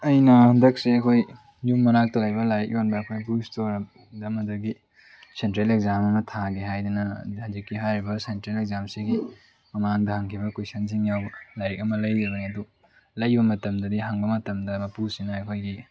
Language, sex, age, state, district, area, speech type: Manipuri, male, 18-30, Manipur, Tengnoupal, rural, spontaneous